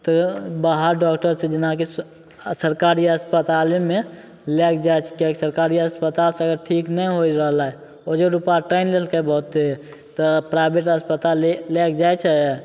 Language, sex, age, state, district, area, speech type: Maithili, male, 18-30, Bihar, Begusarai, urban, spontaneous